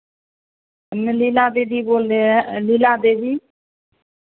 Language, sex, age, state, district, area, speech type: Hindi, female, 60+, Bihar, Madhepura, rural, conversation